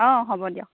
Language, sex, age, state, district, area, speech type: Assamese, female, 30-45, Assam, Lakhimpur, rural, conversation